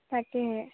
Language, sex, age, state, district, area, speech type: Assamese, female, 18-30, Assam, Dhemaji, urban, conversation